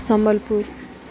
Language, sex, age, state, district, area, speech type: Odia, female, 30-45, Odisha, Subarnapur, urban, spontaneous